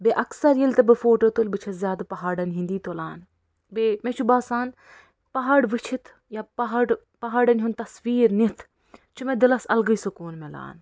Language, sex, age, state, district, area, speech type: Kashmiri, female, 60+, Jammu and Kashmir, Ganderbal, rural, spontaneous